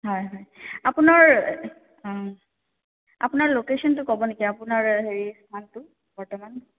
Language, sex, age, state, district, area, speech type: Assamese, female, 30-45, Assam, Sonitpur, rural, conversation